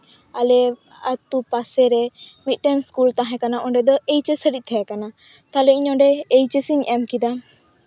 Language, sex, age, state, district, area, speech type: Santali, female, 18-30, West Bengal, Purba Bardhaman, rural, spontaneous